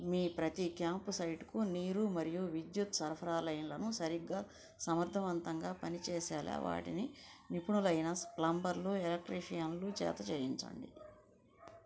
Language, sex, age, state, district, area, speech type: Telugu, female, 45-60, Andhra Pradesh, Nellore, rural, read